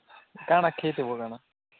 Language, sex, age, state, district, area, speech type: Odia, male, 18-30, Odisha, Nuapada, urban, conversation